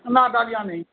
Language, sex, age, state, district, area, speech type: Bengali, male, 45-60, West Bengal, Hooghly, rural, conversation